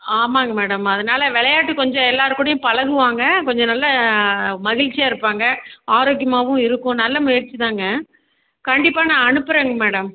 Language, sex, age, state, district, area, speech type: Tamil, female, 45-60, Tamil Nadu, Salem, urban, conversation